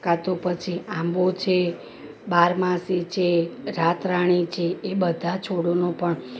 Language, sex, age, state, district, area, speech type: Gujarati, female, 30-45, Gujarat, Rajkot, rural, spontaneous